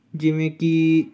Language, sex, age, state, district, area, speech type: Punjabi, male, 18-30, Punjab, Ludhiana, urban, spontaneous